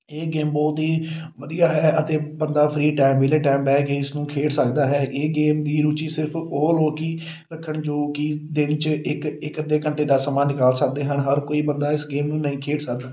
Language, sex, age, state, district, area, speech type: Punjabi, male, 30-45, Punjab, Amritsar, urban, spontaneous